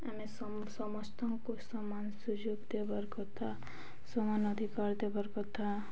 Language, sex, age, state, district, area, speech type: Odia, female, 18-30, Odisha, Balangir, urban, spontaneous